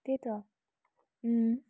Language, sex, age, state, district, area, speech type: Nepali, female, 18-30, West Bengal, Kalimpong, rural, spontaneous